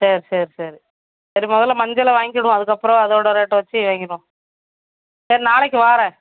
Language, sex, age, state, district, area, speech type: Tamil, female, 30-45, Tamil Nadu, Thoothukudi, urban, conversation